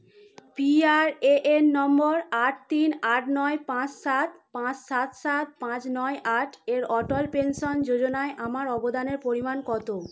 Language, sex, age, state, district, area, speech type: Bengali, female, 18-30, West Bengal, Howrah, urban, read